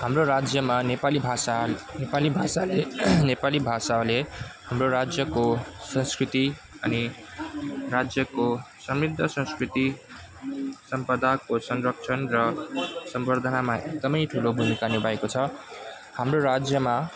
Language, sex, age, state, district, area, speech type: Nepali, male, 18-30, West Bengal, Kalimpong, rural, spontaneous